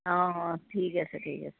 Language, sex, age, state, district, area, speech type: Assamese, female, 60+, Assam, Charaideo, urban, conversation